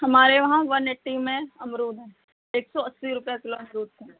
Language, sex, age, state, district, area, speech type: Hindi, female, 30-45, Uttar Pradesh, Sitapur, rural, conversation